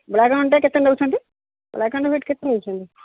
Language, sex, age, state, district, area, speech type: Odia, female, 45-60, Odisha, Rayagada, rural, conversation